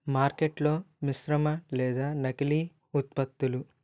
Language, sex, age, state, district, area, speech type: Telugu, male, 18-30, Andhra Pradesh, Eluru, urban, read